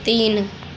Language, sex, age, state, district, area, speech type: Hindi, female, 18-30, Uttar Pradesh, Mirzapur, rural, read